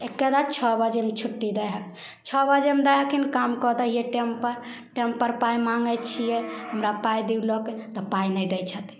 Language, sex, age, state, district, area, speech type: Maithili, female, 18-30, Bihar, Samastipur, rural, spontaneous